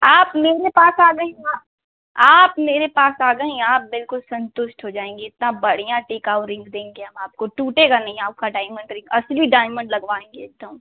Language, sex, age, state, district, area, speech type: Hindi, female, 18-30, Uttar Pradesh, Ghazipur, urban, conversation